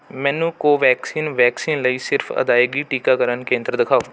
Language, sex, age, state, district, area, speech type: Punjabi, male, 18-30, Punjab, Rupnagar, urban, read